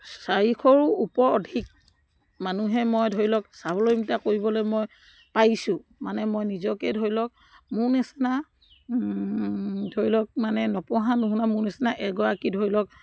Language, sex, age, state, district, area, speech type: Assamese, female, 60+, Assam, Dibrugarh, rural, spontaneous